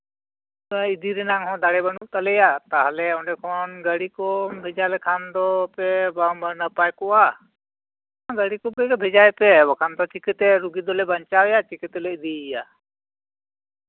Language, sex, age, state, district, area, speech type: Santali, male, 45-60, West Bengal, Bankura, rural, conversation